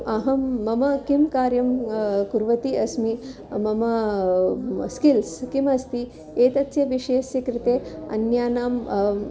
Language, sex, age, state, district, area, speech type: Sanskrit, female, 45-60, Tamil Nadu, Kanyakumari, urban, spontaneous